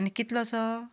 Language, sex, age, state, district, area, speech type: Goan Konkani, female, 45-60, Goa, Canacona, rural, spontaneous